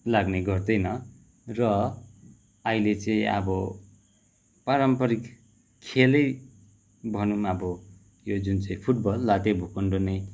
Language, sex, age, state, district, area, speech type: Nepali, male, 30-45, West Bengal, Kalimpong, rural, spontaneous